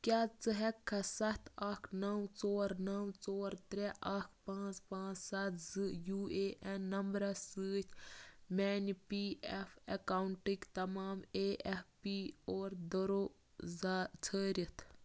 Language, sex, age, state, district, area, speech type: Kashmiri, female, 18-30, Jammu and Kashmir, Baramulla, rural, read